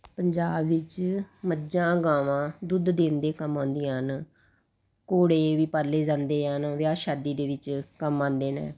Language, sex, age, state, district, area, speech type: Punjabi, female, 45-60, Punjab, Ludhiana, urban, spontaneous